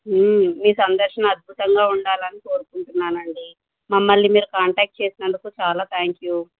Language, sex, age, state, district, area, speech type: Telugu, female, 45-60, Telangana, Medchal, urban, conversation